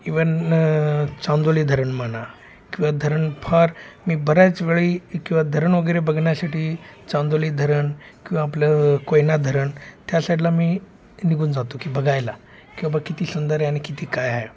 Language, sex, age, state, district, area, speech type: Marathi, male, 45-60, Maharashtra, Sangli, urban, spontaneous